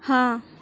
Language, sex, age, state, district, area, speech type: Odia, female, 18-30, Odisha, Malkangiri, urban, read